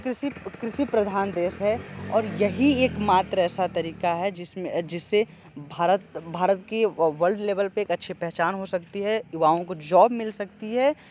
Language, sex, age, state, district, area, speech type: Hindi, male, 30-45, Uttar Pradesh, Sonbhadra, rural, spontaneous